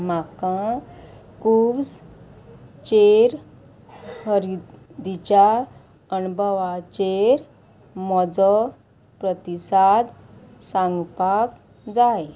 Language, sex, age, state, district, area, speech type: Goan Konkani, female, 30-45, Goa, Murmgao, rural, read